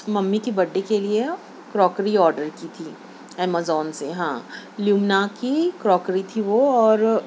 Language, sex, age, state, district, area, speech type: Urdu, female, 30-45, Maharashtra, Nashik, urban, spontaneous